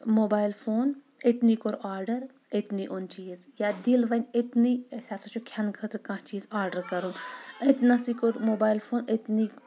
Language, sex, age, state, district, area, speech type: Kashmiri, female, 30-45, Jammu and Kashmir, Shopian, rural, spontaneous